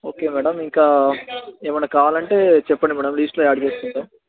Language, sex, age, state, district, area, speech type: Telugu, male, 18-30, Telangana, Nalgonda, rural, conversation